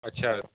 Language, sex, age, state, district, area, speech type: Punjabi, male, 18-30, Punjab, Fazilka, rural, conversation